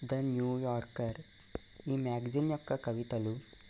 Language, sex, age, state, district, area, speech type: Telugu, male, 18-30, Andhra Pradesh, Eluru, urban, spontaneous